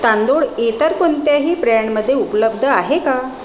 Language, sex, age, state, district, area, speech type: Marathi, female, 45-60, Maharashtra, Nagpur, urban, read